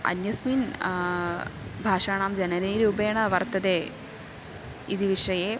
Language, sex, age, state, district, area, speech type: Sanskrit, female, 18-30, Kerala, Thrissur, urban, spontaneous